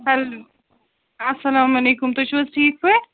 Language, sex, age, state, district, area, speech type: Kashmiri, female, 60+, Jammu and Kashmir, Srinagar, urban, conversation